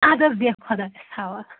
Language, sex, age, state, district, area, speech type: Kashmiri, female, 30-45, Jammu and Kashmir, Ganderbal, rural, conversation